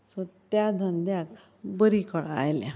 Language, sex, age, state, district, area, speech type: Goan Konkani, female, 45-60, Goa, Ponda, rural, spontaneous